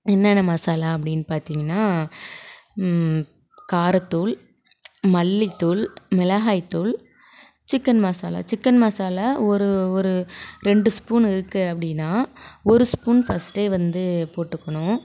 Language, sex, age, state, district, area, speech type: Tamil, female, 30-45, Tamil Nadu, Mayiladuthurai, urban, spontaneous